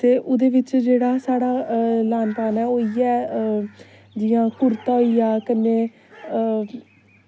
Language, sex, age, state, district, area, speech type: Dogri, female, 18-30, Jammu and Kashmir, Samba, rural, spontaneous